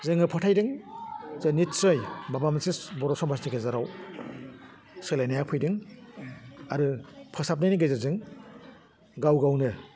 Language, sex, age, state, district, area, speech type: Bodo, male, 60+, Assam, Udalguri, urban, spontaneous